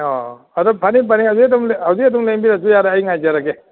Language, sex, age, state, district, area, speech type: Manipuri, male, 60+, Manipur, Thoubal, rural, conversation